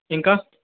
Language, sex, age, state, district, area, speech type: Telugu, male, 30-45, Andhra Pradesh, Krishna, urban, conversation